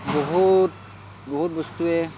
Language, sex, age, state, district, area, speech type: Assamese, male, 30-45, Assam, Barpeta, rural, spontaneous